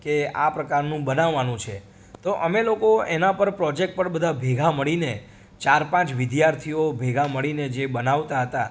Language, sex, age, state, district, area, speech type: Gujarati, male, 30-45, Gujarat, Rajkot, rural, spontaneous